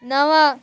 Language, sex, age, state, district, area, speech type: Sindhi, female, 18-30, Gujarat, Surat, urban, read